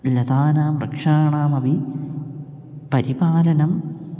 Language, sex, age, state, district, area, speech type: Sanskrit, male, 18-30, Kerala, Kozhikode, rural, spontaneous